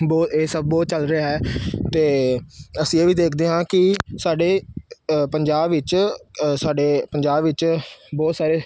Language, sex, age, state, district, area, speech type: Punjabi, male, 30-45, Punjab, Amritsar, urban, spontaneous